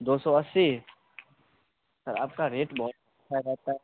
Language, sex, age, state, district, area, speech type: Hindi, male, 18-30, Bihar, Darbhanga, rural, conversation